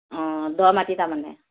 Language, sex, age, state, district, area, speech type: Assamese, female, 60+, Assam, Morigaon, rural, conversation